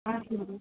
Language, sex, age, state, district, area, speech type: Nepali, female, 18-30, West Bengal, Darjeeling, rural, conversation